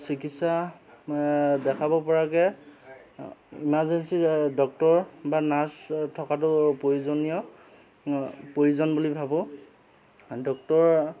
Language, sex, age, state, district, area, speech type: Assamese, male, 30-45, Assam, Dhemaji, urban, spontaneous